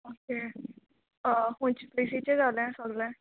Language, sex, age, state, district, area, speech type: Goan Konkani, female, 18-30, Goa, Quepem, rural, conversation